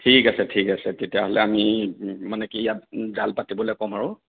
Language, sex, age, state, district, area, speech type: Assamese, male, 45-60, Assam, Lakhimpur, rural, conversation